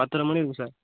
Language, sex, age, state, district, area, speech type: Tamil, male, 18-30, Tamil Nadu, Nagapattinam, rural, conversation